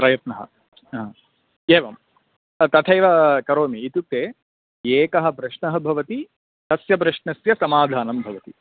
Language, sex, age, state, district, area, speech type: Sanskrit, male, 45-60, Karnataka, Bangalore Urban, urban, conversation